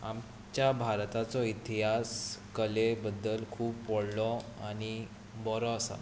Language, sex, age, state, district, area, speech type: Goan Konkani, male, 18-30, Goa, Tiswadi, rural, spontaneous